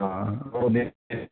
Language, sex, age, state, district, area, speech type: Kannada, male, 60+, Karnataka, Chitradurga, rural, conversation